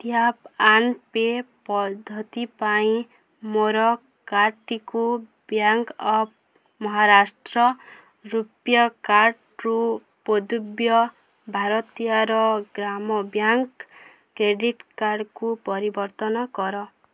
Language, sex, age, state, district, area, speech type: Odia, female, 18-30, Odisha, Balangir, urban, read